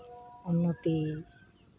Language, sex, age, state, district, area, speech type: Santali, female, 45-60, West Bengal, Uttar Dinajpur, rural, spontaneous